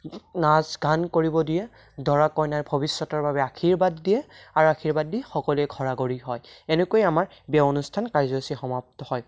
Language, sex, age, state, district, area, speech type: Assamese, male, 18-30, Assam, Barpeta, rural, spontaneous